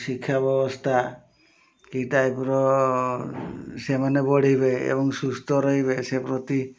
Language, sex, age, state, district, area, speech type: Odia, male, 60+, Odisha, Mayurbhanj, rural, spontaneous